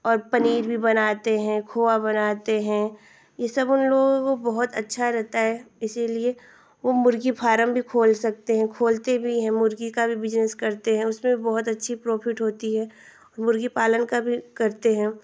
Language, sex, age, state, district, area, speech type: Hindi, female, 18-30, Uttar Pradesh, Ghazipur, rural, spontaneous